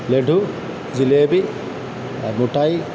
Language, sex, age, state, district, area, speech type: Malayalam, male, 45-60, Kerala, Kottayam, urban, spontaneous